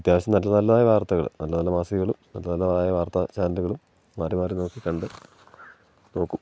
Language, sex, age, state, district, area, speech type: Malayalam, male, 45-60, Kerala, Idukki, rural, spontaneous